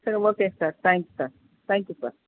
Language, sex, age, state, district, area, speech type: Tamil, female, 45-60, Tamil Nadu, Krishnagiri, rural, conversation